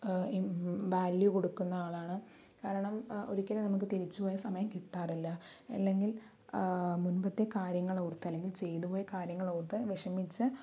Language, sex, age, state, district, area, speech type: Malayalam, female, 30-45, Kerala, Palakkad, rural, spontaneous